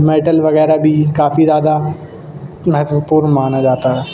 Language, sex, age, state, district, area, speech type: Urdu, male, 18-30, Uttar Pradesh, Shahjahanpur, urban, spontaneous